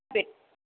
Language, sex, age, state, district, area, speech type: Tamil, female, 45-60, Tamil Nadu, Ranipet, urban, conversation